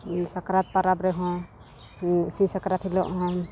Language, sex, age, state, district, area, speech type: Santali, female, 30-45, Jharkhand, East Singhbhum, rural, spontaneous